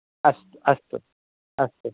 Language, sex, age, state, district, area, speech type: Sanskrit, male, 30-45, Kerala, Kasaragod, rural, conversation